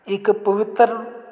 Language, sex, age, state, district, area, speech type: Punjabi, male, 45-60, Punjab, Jalandhar, urban, spontaneous